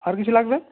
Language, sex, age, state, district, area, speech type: Bengali, male, 18-30, West Bengal, Jalpaiguri, rural, conversation